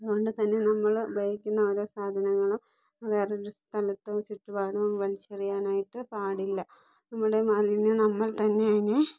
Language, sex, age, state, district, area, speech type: Malayalam, female, 30-45, Kerala, Thiruvananthapuram, rural, spontaneous